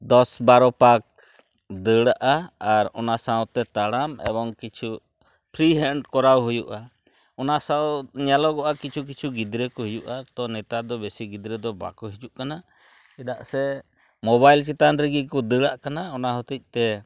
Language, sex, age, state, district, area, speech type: Santali, male, 45-60, West Bengal, Purulia, rural, spontaneous